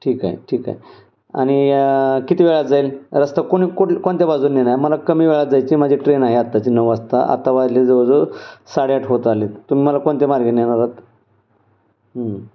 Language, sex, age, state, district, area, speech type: Marathi, male, 30-45, Maharashtra, Pune, urban, spontaneous